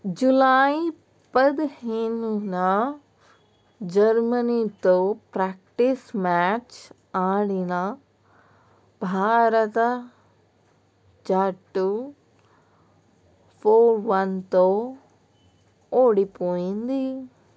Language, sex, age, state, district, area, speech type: Telugu, female, 30-45, Telangana, Peddapalli, urban, read